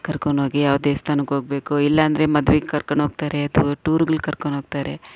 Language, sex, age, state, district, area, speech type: Kannada, female, 45-60, Karnataka, Bangalore Rural, rural, spontaneous